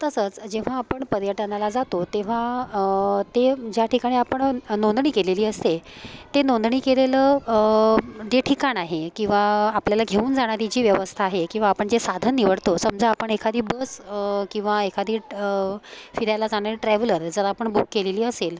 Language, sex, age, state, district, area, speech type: Marathi, female, 45-60, Maharashtra, Palghar, urban, spontaneous